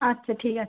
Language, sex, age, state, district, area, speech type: Bengali, female, 18-30, West Bengal, Birbhum, urban, conversation